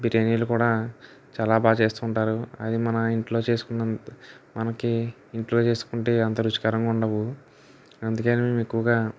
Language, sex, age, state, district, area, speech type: Telugu, male, 18-30, Andhra Pradesh, Eluru, rural, spontaneous